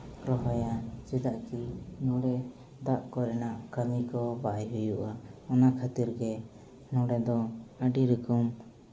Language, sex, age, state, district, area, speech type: Santali, male, 18-30, Jharkhand, East Singhbhum, rural, spontaneous